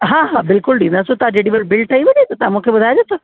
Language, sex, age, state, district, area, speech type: Sindhi, female, 45-60, Uttar Pradesh, Lucknow, rural, conversation